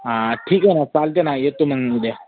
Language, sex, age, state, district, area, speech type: Marathi, male, 18-30, Maharashtra, Washim, urban, conversation